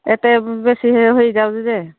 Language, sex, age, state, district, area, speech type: Odia, female, 45-60, Odisha, Angul, rural, conversation